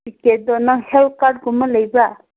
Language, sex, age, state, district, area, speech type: Manipuri, female, 18-30, Manipur, Kangpokpi, urban, conversation